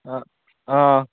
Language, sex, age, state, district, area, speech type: Assamese, male, 18-30, Assam, Majuli, urban, conversation